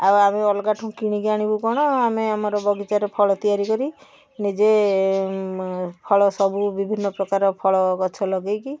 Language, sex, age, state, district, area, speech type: Odia, female, 45-60, Odisha, Puri, urban, spontaneous